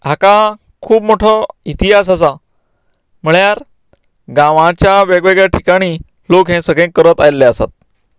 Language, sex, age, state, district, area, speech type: Goan Konkani, male, 45-60, Goa, Canacona, rural, spontaneous